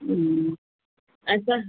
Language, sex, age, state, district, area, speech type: Hindi, female, 60+, Uttar Pradesh, Azamgarh, rural, conversation